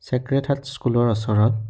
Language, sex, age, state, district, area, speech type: Assamese, male, 18-30, Assam, Udalguri, rural, spontaneous